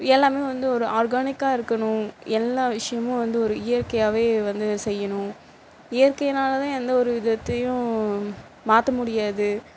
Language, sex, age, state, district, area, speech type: Tamil, female, 60+, Tamil Nadu, Mayiladuthurai, rural, spontaneous